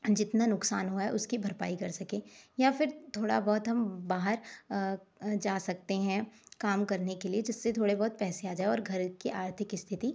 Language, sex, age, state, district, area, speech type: Hindi, male, 30-45, Madhya Pradesh, Balaghat, rural, spontaneous